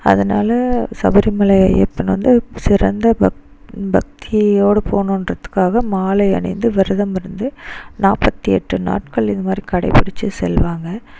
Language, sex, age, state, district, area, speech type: Tamil, female, 30-45, Tamil Nadu, Dharmapuri, rural, spontaneous